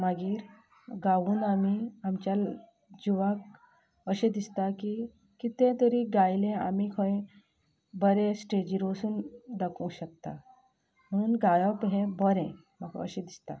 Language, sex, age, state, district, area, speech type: Goan Konkani, female, 30-45, Goa, Canacona, rural, spontaneous